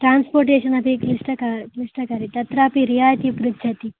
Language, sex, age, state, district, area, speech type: Sanskrit, female, 18-30, Karnataka, Dakshina Kannada, urban, conversation